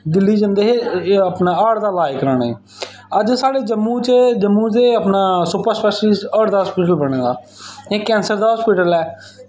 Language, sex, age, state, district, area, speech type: Dogri, male, 30-45, Jammu and Kashmir, Samba, rural, spontaneous